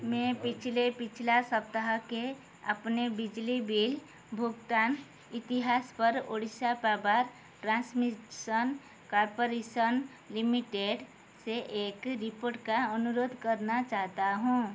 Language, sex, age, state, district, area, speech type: Hindi, female, 45-60, Madhya Pradesh, Chhindwara, rural, read